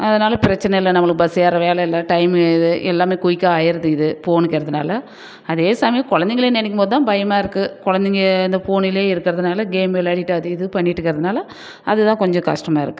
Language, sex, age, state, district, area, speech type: Tamil, female, 45-60, Tamil Nadu, Dharmapuri, rural, spontaneous